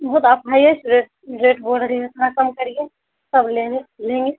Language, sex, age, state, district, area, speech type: Urdu, female, 18-30, Bihar, Saharsa, rural, conversation